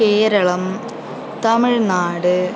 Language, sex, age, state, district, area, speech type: Malayalam, female, 30-45, Kerala, Palakkad, urban, spontaneous